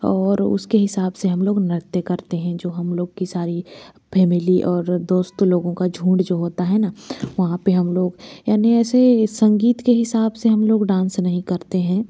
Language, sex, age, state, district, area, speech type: Hindi, female, 18-30, Madhya Pradesh, Bhopal, urban, spontaneous